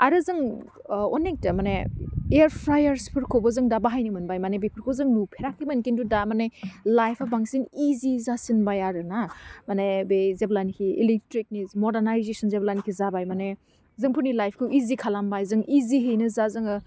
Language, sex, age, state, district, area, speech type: Bodo, female, 18-30, Assam, Udalguri, urban, spontaneous